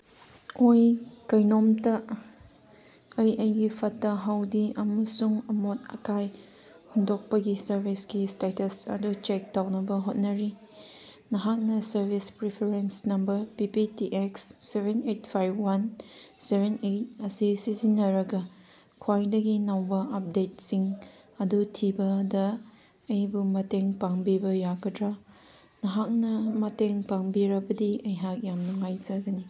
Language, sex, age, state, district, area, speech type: Manipuri, female, 18-30, Manipur, Kangpokpi, urban, read